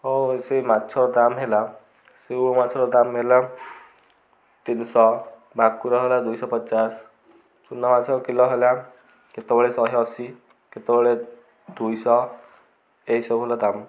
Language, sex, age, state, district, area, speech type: Odia, male, 18-30, Odisha, Kendujhar, urban, spontaneous